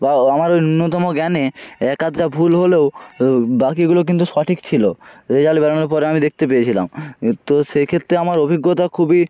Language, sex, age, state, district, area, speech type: Bengali, male, 18-30, West Bengal, Jalpaiguri, rural, spontaneous